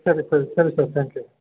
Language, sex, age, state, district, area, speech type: Kannada, male, 30-45, Karnataka, Belgaum, urban, conversation